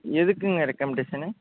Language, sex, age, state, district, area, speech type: Tamil, male, 18-30, Tamil Nadu, Tiruvarur, urban, conversation